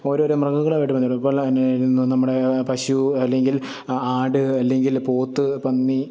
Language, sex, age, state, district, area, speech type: Malayalam, male, 30-45, Kerala, Pathanamthitta, rural, spontaneous